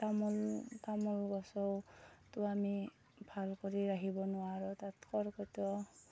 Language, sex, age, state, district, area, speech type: Assamese, female, 30-45, Assam, Darrang, rural, spontaneous